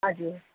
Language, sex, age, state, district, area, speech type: Nepali, female, 30-45, West Bengal, Kalimpong, rural, conversation